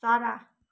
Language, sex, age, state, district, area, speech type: Nepali, female, 60+, West Bengal, Kalimpong, rural, read